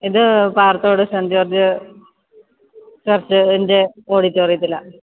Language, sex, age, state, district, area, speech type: Malayalam, female, 30-45, Kerala, Idukki, rural, conversation